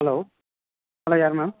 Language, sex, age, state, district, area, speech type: Tamil, male, 30-45, Tamil Nadu, Chennai, urban, conversation